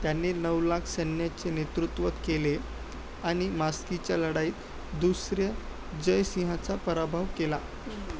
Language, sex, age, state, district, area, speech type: Marathi, male, 18-30, Maharashtra, Thane, urban, read